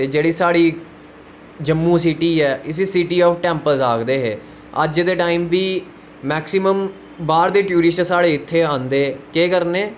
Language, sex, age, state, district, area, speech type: Dogri, male, 18-30, Jammu and Kashmir, Udhampur, urban, spontaneous